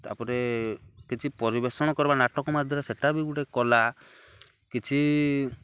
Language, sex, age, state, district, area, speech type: Odia, male, 30-45, Odisha, Balangir, urban, spontaneous